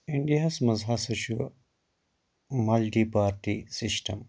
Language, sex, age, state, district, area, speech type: Kashmiri, male, 30-45, Jammu and Kashmir, Anantnag, rural, spontaneous